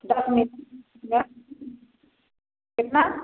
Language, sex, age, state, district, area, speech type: Hindi, female, 60+, Uttar Pradesh, Varanasi, rural, conversation